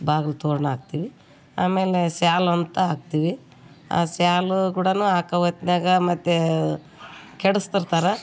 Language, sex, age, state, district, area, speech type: Kannada, female, 60+, Karnataka, Vijayanagara, rural, spontaneous